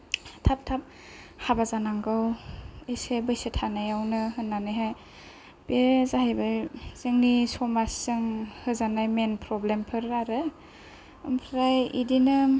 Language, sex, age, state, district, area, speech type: Bodo, female, 18-30, Assam, Kokrajhar, rural, spontaneous